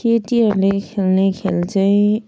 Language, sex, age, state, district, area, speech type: Nepali, female, 30-45, West Bengal, Kalimpong, rural, spontaneous